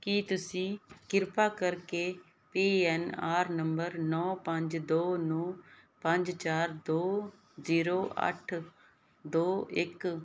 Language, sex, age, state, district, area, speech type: Punjabi, female, 30-45, Punjab, Fazilka, rural, read